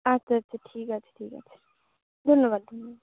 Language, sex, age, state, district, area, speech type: Bengali, female, 18-30, West Bengal, Uttar Dinajpur, urban, conversation